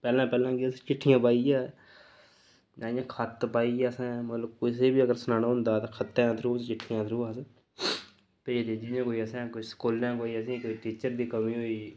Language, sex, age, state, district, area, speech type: Dogri, male, 18-30, Jammu and Kashmir, Reasi, rural, spontaneous